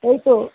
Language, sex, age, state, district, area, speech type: Bengali, female, 60+, West Bengal, Kolkata, urban, conversation